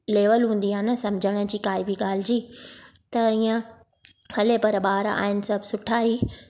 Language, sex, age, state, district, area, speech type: Sindhi, female, 30-45, Maharashtra, Thane, urban, spontaneous